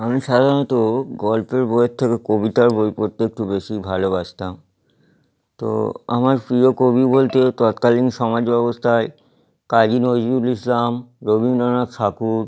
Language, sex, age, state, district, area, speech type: Bengali, male, 30-45, West Bengal, Howrah, urban, spontaneous